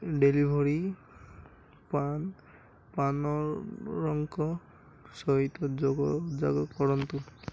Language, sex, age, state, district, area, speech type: Odia, male, 18-30, Odisha, Malkangiri, urban, spontaneous